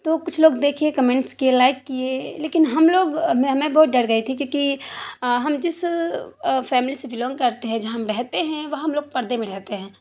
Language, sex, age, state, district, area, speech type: Urdu, female, 30-45, Bihar, Darbhanga, rural, spontaneous